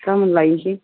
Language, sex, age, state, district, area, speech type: Bodo, female, 60+, Assam, Udalguri, rural, conversation